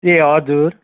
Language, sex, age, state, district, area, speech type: Nepali, male, 60+, West Bengal, Kalimpong, rural, conversation